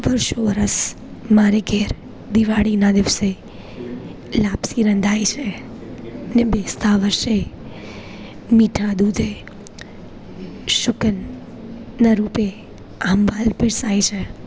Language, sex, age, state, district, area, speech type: Gujarati, female, 18-30, Gujarat, Junagadh, urban, spontaneous